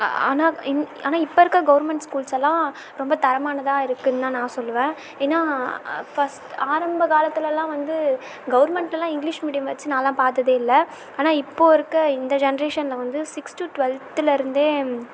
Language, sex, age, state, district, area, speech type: Tamil, female, 18-30, Tamil Nadu, Tiruvannamalai, urban, spontaneous